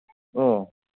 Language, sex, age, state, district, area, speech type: Manipuri, male, 45-60, Manipur, Ukhrul, rural, conversation